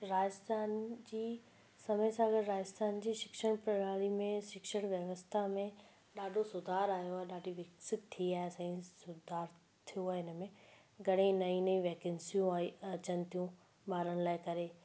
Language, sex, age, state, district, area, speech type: Sindhi, female, 18-30, Rajasthan, Ajmer, urban, spontaneous